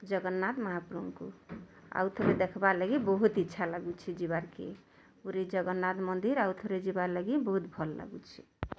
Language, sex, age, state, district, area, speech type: Odia, female, 30-45, Odisha, Bargarh, urban, spontaneous